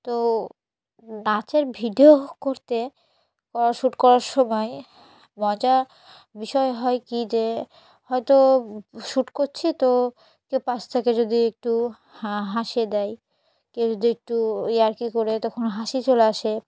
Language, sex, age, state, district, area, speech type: Bengali, female, 18-30, West Bengal, Murshidabad, urban, spontaneous